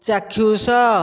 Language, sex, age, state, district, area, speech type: Odia, female, 60+, Odisha, Dhenkanal, rural, read